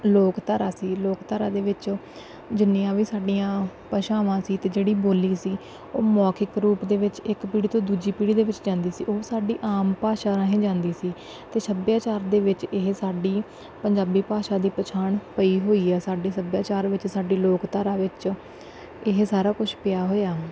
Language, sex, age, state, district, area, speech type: Punjabi, female, 18-30, Punjab, Bathinda, rural, spontaneous